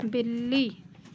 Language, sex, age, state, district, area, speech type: Hindi, female, 30-45, Madhya Pradesh, Seoni, urban, read